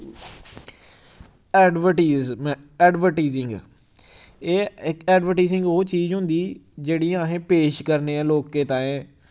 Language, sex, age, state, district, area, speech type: Dogri, male, 18-30, Jammu and Kashmir, Samba, rural, spontaneous